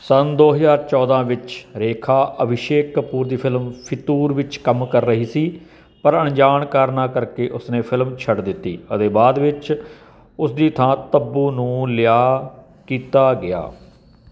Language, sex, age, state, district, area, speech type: Punjabi, male, 45-60, Punjab, Barnala, urban, read